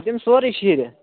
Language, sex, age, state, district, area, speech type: Kashmiri, male, 18-30, Jammu and Kashmir, Budgam, rural, conversation